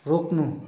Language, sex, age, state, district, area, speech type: Nepali, male, 45-60, West Bengal, Darjeeling, rural, read